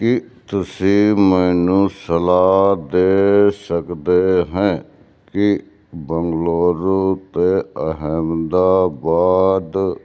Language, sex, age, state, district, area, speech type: Punjabi, male, 60+, Punjab, Fazilka, rural, read